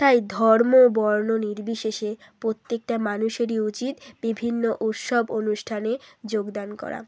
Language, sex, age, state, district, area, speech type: Bengali, female, 30-45, West Bengal, Bankura, urban, spontaneous